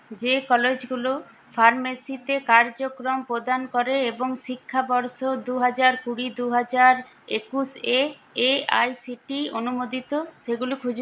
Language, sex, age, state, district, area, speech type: Bengali, female, 18-30, West Bengal, Paschim Bardhaman, urban, read